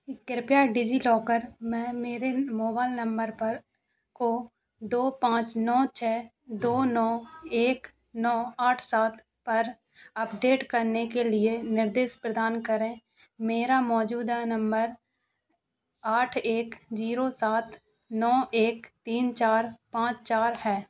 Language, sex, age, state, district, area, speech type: Hindi, female, 18-30, Madhya Pradesh, Narsinghpur, rural, read